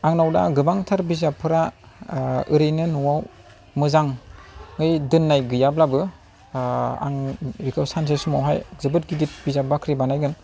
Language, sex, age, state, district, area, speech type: Bodo, male, 30-45, Assam, Chirang, urban, spontaneous